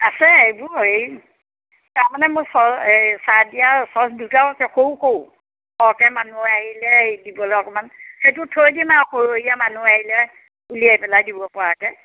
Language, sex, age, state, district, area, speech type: Assamese, female, 60+, Assam, Majuli, rural, conversation